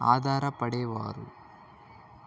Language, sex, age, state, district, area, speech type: Telugu, male, 18-30, Andhra Pradesh, Annamaya, rural, spontaneous